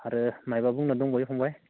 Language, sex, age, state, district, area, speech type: Bodo, male, 30-45, Assam, Baksa, rural, conversation